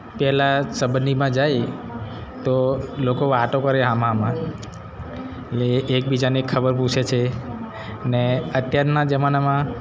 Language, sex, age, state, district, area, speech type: Gujarati, male, 30-45, Gujarat, Narmada, rural, spontaneous